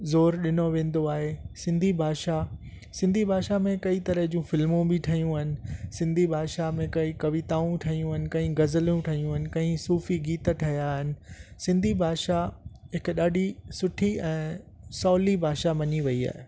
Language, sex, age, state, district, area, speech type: Sindhi, male, 45-60, Rajasthan, Ajmer, rural, spontaneous